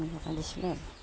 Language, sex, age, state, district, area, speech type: Assamese, female, 45-60, Assam, Udalguri, rural, spontaneous